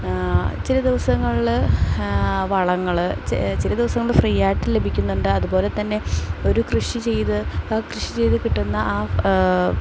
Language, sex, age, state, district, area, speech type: Malayalam, female, 18-30, Kerala, Palakkad, urban, spontaneous